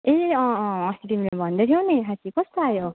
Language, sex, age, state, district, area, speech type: Nepali, female, 18-30, West Bengal, Darjeeling, rural, conversation